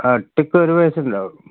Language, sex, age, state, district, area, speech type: Malayalam, male, 60+, Kerala, Wayanad, rural, conversation